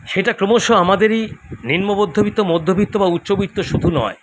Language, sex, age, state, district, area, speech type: Bengali, male, 60+, West Bengal, Kolkata, urban, spontaneous